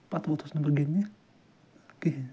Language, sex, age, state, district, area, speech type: Kashmiri, male, 60+, Jammu and Kashmir, Ganderbal, urban, spontaneous